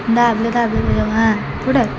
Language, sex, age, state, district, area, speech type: Marathi, female, 18-30, Maharashtra, Satara, urban, spontaneous